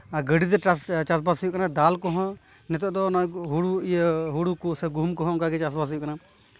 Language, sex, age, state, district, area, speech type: Santali, male, 18-30, West Bengal, Malda, rural, spontaneous